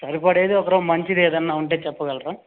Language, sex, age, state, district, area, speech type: Telugu, male, 30-45, Andhra Pradesh, Chittoor, urban, conversation